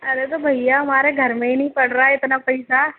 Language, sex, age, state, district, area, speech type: Hindi, female, 18-30, Madhya Pradesh, Jabalpur, urban, conversation